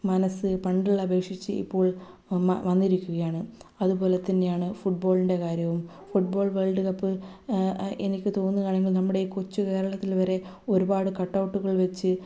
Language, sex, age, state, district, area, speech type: Malayalam, female, 30-45, Kerala, Kannur, rural, spontaneous